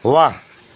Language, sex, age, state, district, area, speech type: Hindi, male, 60+, Uttar Pradesh, Pratapgarh, rural, read